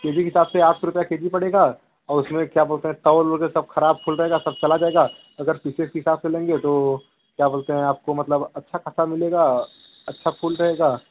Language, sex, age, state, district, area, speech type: Hindi, male, 30-45, Uttar Pradesh, Bhadohi, rural, conversation